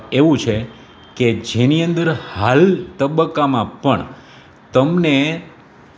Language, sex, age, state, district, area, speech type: Gujarati, male, 30-45, Gujarat, Rajkot, urban, spontaneous